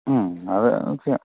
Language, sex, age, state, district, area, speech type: Malayalam, male, 45-60, Kerala, Idukki, rural, conversation